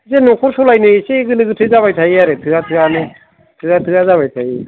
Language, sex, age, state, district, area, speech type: Bodo, male, 45-60, Assam, Kokrajhar, rural, conversation